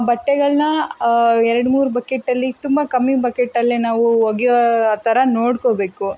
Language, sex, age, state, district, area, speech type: Kannada, female, 18-30, Karnataka, Davanagere, rural, spontaneous